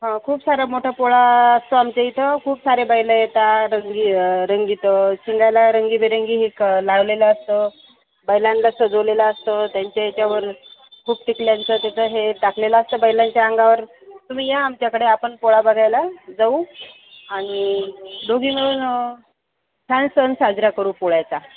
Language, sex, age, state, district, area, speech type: Marathi, female, 45-60, Maharashtra, Buldhana, rural, conversation